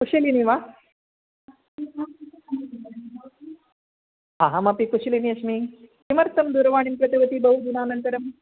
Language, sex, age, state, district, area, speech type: Sanskrit, female, 45-60, Karnataka, Dakshina Kannada, urban, conversation